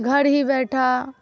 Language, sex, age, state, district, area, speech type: Urdu, female, 18-30, Bihar, Darbhanga, rural, spontaneous